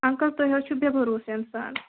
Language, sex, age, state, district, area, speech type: Kashmiri, female, 18-30, Jammu and Kashmir, Baramulla, rural, conversation